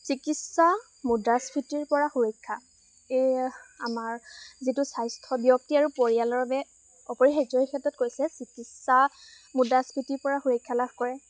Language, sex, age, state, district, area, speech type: Assamese, female, 18-30, Assam, Lakhimpur, rural, spontaneous